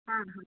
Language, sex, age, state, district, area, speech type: Kannada, male, 18-30, Karnataka, Shimoga, rural, conversation